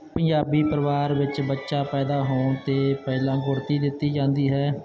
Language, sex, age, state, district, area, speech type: Punjabi, male, 30-45, Punjab, Bathinda, urban, spontaneous